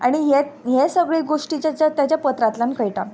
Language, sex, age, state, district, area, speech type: Goan Konkani, female, 18-30, Goa, Quepem, rural, spontaneous